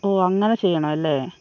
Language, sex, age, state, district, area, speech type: Malayalam, female, 18-30, Kerala, Kozhikode, rural, spontaneous